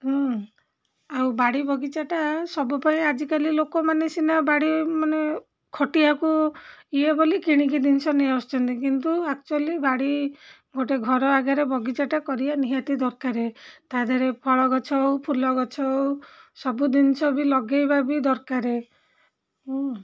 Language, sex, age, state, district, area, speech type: Odia, female, 45-60, Odisha, Rayagada, rural, spontaneous